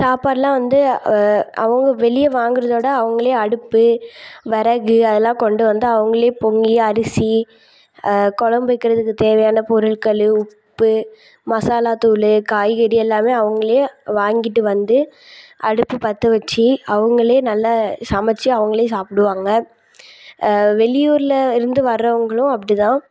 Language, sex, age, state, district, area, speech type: Tamil, female, 18-30, Tamil Nadu, Thoothukudi, urban, spontaneous